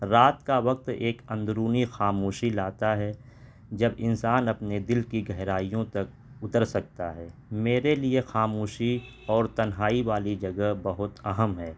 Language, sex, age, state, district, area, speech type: Urdu, male, 30-45, Delhi, North East Delhi, urban, spontaneous